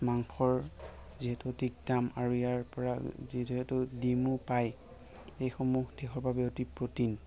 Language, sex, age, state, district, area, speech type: Assamese, male, 30-45, Assam, Biswanath, rural, spontaneous